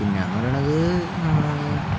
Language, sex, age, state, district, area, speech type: Malayalam, male, 18-30, Kerala, Palakkad, rural, spontaneous